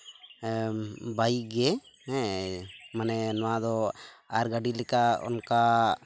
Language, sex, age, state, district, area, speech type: Santali, male, 18-30, West Bengal, Purulia, rural, spontaneous